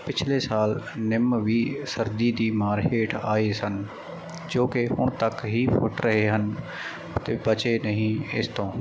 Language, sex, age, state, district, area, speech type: Punjabi, male, 30-45, Punjab, Mansa, rural, spontaneous